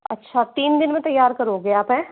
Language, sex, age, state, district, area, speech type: Hindi, female, 45-60, Rajasthan, Jaipur, urban, conversation